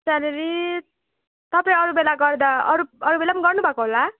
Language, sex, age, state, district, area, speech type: Nepali, female, 18-30, West Bengal, Darjeeling, rural, conversation